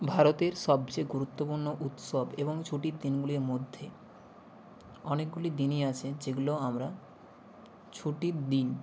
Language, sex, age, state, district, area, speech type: Bengali, male, 18-30, West Bengal, Nadia, rural, spontaneous